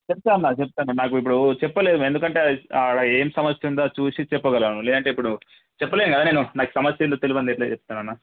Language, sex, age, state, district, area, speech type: Telugu, male, 18-30, Telangana, Medak, rural, conversation